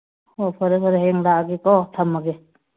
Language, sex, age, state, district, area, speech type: Manipuri, female, 60+, Manipur, Churachandpur, urban, conversation